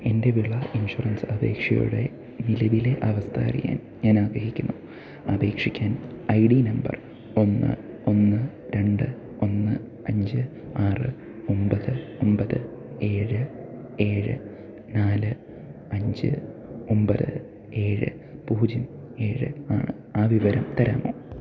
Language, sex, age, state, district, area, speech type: Malayalam, male, 18-30, Kerala, Idukki, rural, read